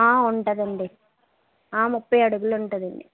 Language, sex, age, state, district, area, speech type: Telugu, female, 30-45, Andhra Pradesh, East Godavari, rural, conversation